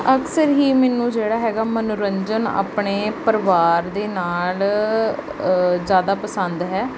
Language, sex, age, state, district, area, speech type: Punjabi, female, 18-30, Punjab, Pathankot, rural, spontaneous